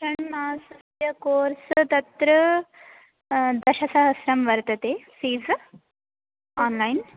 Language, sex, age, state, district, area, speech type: Sanskrit, female, 18-30, Telangana, Medchal, urban, conversation